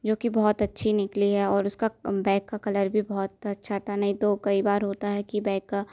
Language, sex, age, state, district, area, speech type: Hindi, female, 18-30, Madhya Pradesh, Hoshangabad, urban, spontaneous